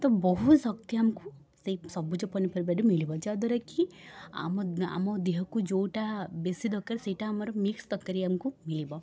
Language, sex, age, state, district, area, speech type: Odia, female, 18-30, Odisha, Puri, urban, spontaneous